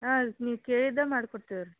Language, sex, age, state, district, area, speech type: Kannada, female, 30-45, Karnataka, Dharwad, rural, conversation